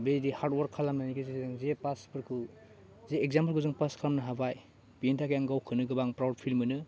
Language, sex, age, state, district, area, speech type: Bodo, male, 18-30, Assam, Udalguri, urban, spontaneous